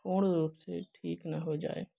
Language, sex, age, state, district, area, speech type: Hindi, male, 30-45, Uttar Pradesh, Jaunpur, rural, spontaneous